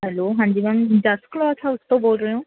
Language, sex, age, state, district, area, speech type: Punjabi, female, 18-30, Punjab, Mohali, urban, conversation